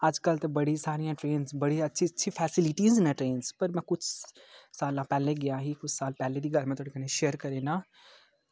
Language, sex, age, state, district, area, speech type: Dogri, male, 18-30, Jammu and Kashmir, Kathua, rural, spontaneous